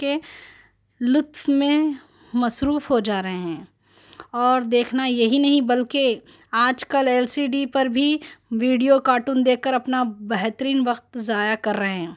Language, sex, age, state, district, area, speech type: Urdu, female, 30-45, Telangana, Hyderabad, urban, spontaneous